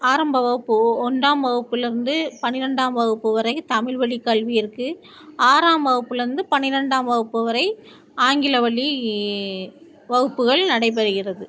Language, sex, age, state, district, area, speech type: Tamil, female, 45-60, Tamil Nadu, Thoothukudi, rural, spontaneous